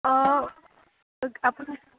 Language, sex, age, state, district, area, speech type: Assamese, female, 18-30, Assam, Kamrup Metropolitan, urban, conversation